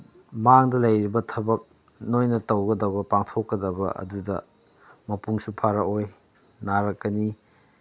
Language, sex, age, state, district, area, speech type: Manipuri, male, 30-45, Manipur, Chandel, rural, spontaneous